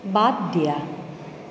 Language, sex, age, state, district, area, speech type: Assamese, female, 45-60, Assam, Tinsukia, rural, read